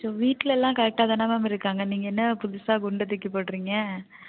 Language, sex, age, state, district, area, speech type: Tamil, female, 18-30, Tamil Nadu, Thanjavur, rural, conversation